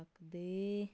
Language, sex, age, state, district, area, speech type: Punjabi, female, 18-30, Punjab, Sangrur, urban, read